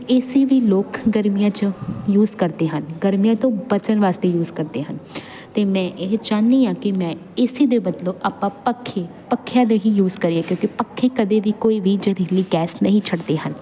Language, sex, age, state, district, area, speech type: Punjabi, female, 18-30, Punjab, Jalandhar, urban, spontaneous